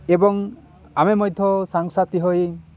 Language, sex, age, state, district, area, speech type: Odia, male, 45-60, Odisha, Nabarangpur, rural, spontaneous